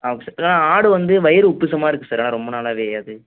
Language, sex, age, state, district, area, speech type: Tamil, male, 18-30, Tamil Nadu, Thanjavur, rural, conversation